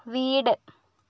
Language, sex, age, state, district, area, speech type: Malayalam, female, 60+, Kerala, Kozhikode, urban, read